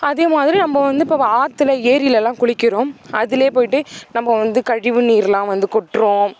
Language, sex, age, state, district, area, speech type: Tamil, female, 18-30, Tamil Nadu, Thanjavur, rural, spontaneous